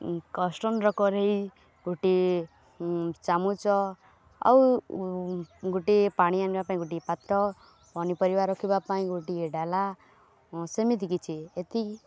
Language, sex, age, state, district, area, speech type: Odia, female, 18-30, Odisha, Balangir, urban, spontaneous